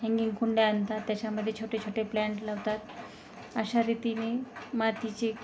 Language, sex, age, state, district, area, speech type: Marathi, female, 30-45, Maharashtra, Osmanabad, rural, spontaneous